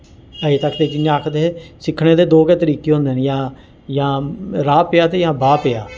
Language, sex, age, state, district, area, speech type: Dogri, male, 45-60, Jammu and Kashmir, Jammu, urban, spontaneous